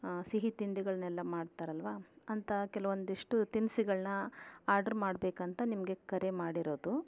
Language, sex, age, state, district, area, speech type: Kannada, female, 30-45, Karnataka, Davanagere, rural, spontaneous